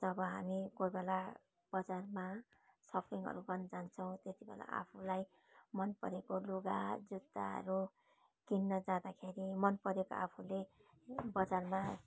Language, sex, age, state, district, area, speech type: Nepali, female, 45-60, West Bengal, Darjeeling, rural, spontaneous